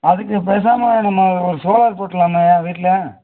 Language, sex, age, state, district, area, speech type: Tamil, male, 30-45, Tamil Nadu, Madurai, rural, conversation